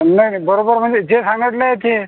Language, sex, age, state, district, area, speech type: Marathi, male, 30-45, Maharashtra, Amravati, rural, conversation